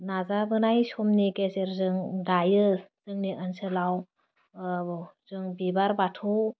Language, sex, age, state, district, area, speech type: Bodo, female, 30-45, Assam, Udalguri, urban, spontaneous